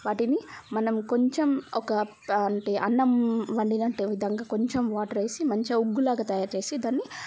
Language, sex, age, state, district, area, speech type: Telugu, female, 18-30, Telangana, Mancherial, rural, spontaneous